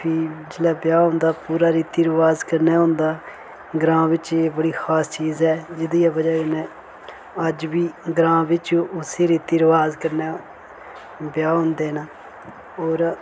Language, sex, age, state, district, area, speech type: Dogri, male, 18-30, Jammu and Kashmir, Reasi, rural, spontaneous